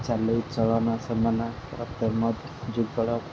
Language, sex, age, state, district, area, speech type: Odia, male, 18-30, Odisha, Ganjam, urban, spontaneous